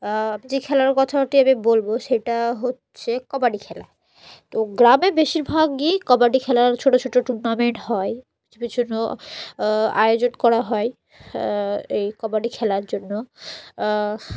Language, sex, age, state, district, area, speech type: Bengali, female, 18-30, West Bengal, Murshidabad, urban, spontaneous